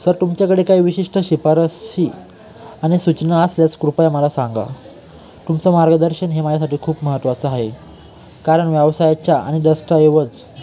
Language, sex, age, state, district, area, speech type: Marathi, male, 18-30, Maharashtra, Nashik, urban, spontaneous